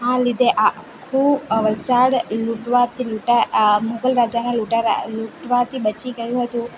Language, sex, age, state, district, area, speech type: Gujarati, female, 18-30, Gujarat, Valsad, rural, spontaneous